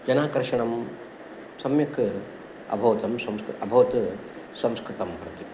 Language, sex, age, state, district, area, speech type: Sanskrit, male, 60+, Karnataka, Udupi, rural, spontaneous